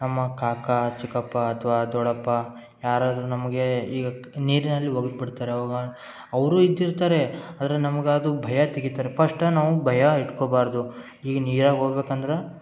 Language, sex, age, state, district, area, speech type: Kannada, male, 18-30, Karnataka, Gulbarga, urban, spontaneous